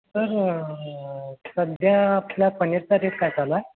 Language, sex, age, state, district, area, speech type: Marathi, male, 18-30, Maharashtra, Kolhapur, urban, conversation